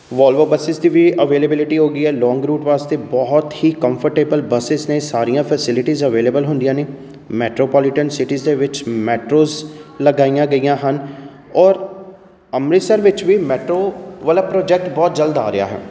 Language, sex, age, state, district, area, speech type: Punjabi, male, 30-45, Punjab, Amritsar, urban, spontaneous